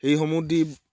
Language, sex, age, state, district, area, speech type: Assamese, male, 18-30, Assam, Dhemaji, rural, spontaneous